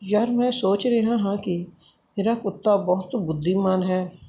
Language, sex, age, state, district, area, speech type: Punjabi, male, 30-45, Punjab, Barnala, rural, spontaneous